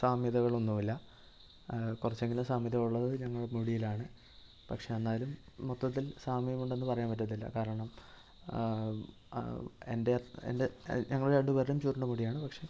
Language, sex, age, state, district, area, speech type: Malayalam, male, 18-30, Kerala, Wayanad, rural, spontaneous